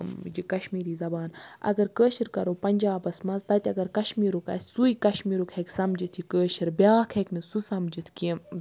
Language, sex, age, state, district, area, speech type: Kashmiri, female, 18-30, Jammu and Kashmir, Baramulla, rural, spontaneous